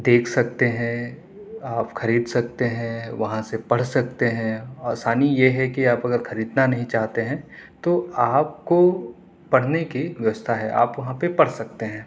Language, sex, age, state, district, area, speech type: Urdu, male, 18-30, Delhi, South Delhi, urban, spontaneous